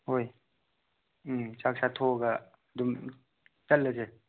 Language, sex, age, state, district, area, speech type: Manipuri, male, 18-30, Manipur, Chandel, rural, conversation